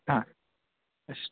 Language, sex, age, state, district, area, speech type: Kannada, male, 18-30, Karnataka, Chikkamagaluru, rural, conversation